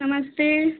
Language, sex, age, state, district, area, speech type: Hindi, female, 30-45, Uttar Pradesh, Lucknow, rural, conversation